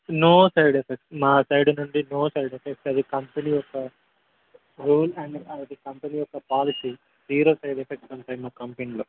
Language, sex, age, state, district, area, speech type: Telugu, male, 18-30, Telangana, Mulugu, rural, conversation